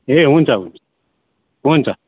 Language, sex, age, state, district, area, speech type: Nepali, male, 45-60, West Bengal, Darjeeling, rural, conversation